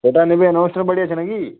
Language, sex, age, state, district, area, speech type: Bengali, male, 18-30, West Bengal, Uttar Dinajpur, urban, conversation